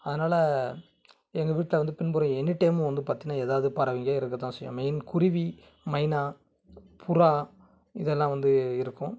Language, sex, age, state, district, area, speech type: Tamil, male, 30-45, Tamil Nadu, Kanyakumari, urban, spontaneous